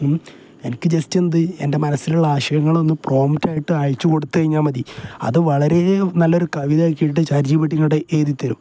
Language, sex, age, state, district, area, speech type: Malayalam, male, 18-30, Kerala, Kozhikode, rural, spontaneous